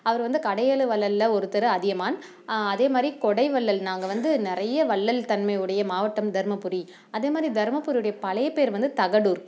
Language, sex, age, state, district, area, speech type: Tamil, female, 30-45, Tamil Nadu, Dharmapuri, rural, spontaneous